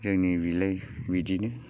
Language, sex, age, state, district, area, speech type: Bodo, male, 45-60, Assam, Baksa, rural, spontaneous